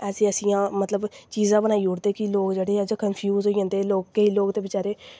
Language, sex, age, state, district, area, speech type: Dogri, female, 18-30, Jammu and Kashmir, Samba, rural, spontaneous